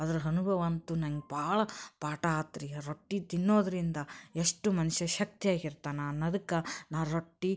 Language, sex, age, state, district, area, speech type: Kannada, female, 30-45, Karnataka, Koppal, rural, spontaneous